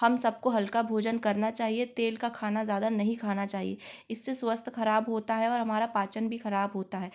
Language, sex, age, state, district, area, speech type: Hindi, female, 18-30, Madhya Pradesh, Gwalior, urban, spontaneous